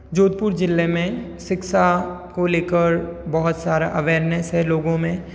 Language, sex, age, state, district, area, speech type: Hindi, female, 18-30, Rajasthan, Jodhpur, urban, spontaneous